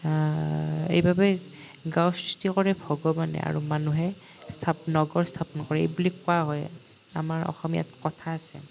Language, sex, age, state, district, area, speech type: Assamese, male, 18-30, Assam, Nalbari, rural, spontaneous